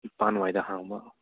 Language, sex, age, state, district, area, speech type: Manipuri, male, 18-30, Manipur, Churachandpur, rural, conversation